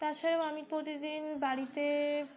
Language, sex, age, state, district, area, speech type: Bengali, female, 18-30, West Bengal, Dakshin Dinajpur, urban, spontaneous